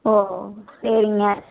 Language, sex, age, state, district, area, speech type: Tamil, female, 30-45, Tamil Nadu, Coimbatore, rural, conversation